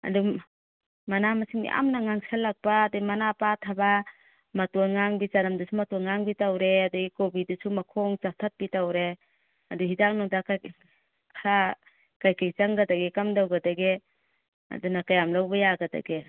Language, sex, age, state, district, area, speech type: Manipuri, female, 45-60, Manipur, Churachandpur, urban, conversation